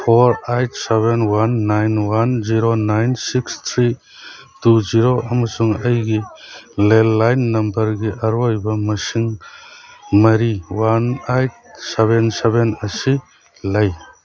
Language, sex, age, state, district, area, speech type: Manipuri, male, 45-60, Manipur, Churachandpur, rural, read